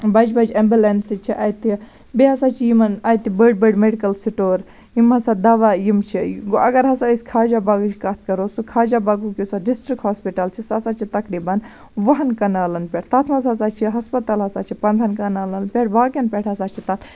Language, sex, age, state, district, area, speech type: Kashmiri, female, 30-45, Jammu and Kashmir, Baramulla, rural, spontaneous